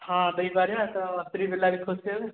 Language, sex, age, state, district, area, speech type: Odia, male, 18-30, Odisha, Kandhamal, rural, conversation